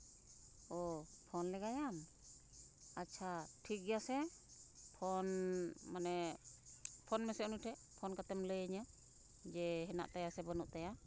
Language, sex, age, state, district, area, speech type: Santali, female, 45-60, West Bengal, Uttar Dinajpur, rural, spontaneous